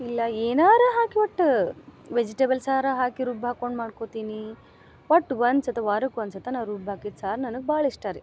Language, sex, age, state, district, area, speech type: Kannada, female, 30-45, Karnataka, Gadag, rural, spontaneous